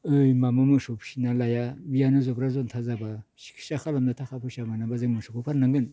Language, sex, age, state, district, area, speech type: Bodo, male, 60+, Assam, Baksa, rural, spontaneous